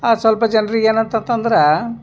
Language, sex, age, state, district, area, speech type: Kannada, male, 60+, Karnataka, Bidar, urban, spontaneous